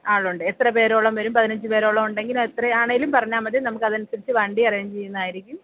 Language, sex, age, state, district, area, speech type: Malayalam, female, 30-45, Kerala, Kottayam, urban, conversation